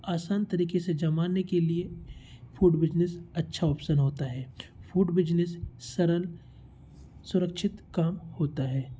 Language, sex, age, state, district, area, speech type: Hindi, male, 18-30, Madhya Pradesh, Bhopal, urban, spontaneous